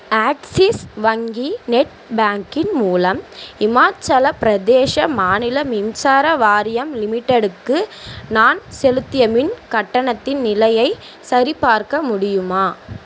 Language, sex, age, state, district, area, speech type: Tamil, female, 18-30, Tamil Nadu, Ranipet, rural, read